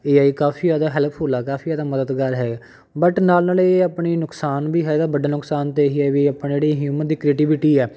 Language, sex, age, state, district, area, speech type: Punjabi, male, 30-45, Punjab, Patiala, urban, spontaneous